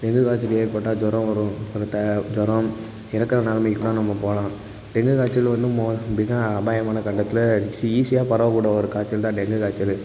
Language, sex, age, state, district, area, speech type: Tamil, male, 18-30, Tamil Nadu, Thanjavur, rural, spontaneous